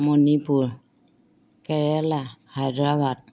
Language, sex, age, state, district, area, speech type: Assamese, female, 60+, Assam, Dhemaji, rural, spontaneous